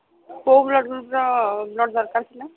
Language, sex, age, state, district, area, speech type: Odia, female, 18-30, Odisha, Sambalpur, rural, conversation